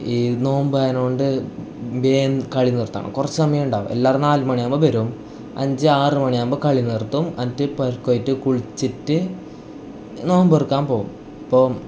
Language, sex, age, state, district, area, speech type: Malayalam, male, 18-30, Kerala, Kasaragod, urban, spontaneous